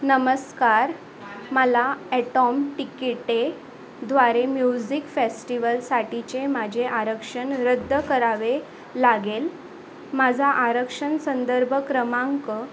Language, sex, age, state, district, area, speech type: Marathi, female, 18-30, Maharashtra, Thane, urban, read